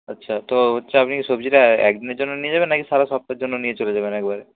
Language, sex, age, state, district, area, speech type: Bengali, male, 18-30, West Bengal, Nadia, rural, conversation